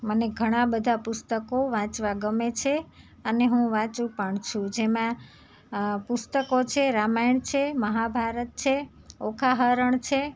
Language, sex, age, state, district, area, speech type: Gujarati, female, 30-45, Gujarat, Surat, rural, spontaneous